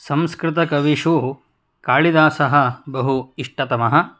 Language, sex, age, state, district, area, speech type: Sanskrit, male, 60+, Karnataka, Shimoga, urban, spontaneous